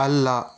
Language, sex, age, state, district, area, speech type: Kannada, male, 18-30, Karnataka, Udupi, rural, read